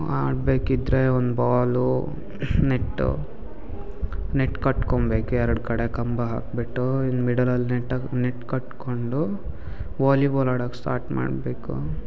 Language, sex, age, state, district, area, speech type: Kannada, male, 18-30, Karnataka, Uttara Kannada, rural, spontaneous